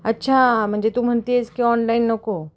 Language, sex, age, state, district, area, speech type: Marathi, female, 30-45, Maharashtra, Ahmednagar, urban, spontaneous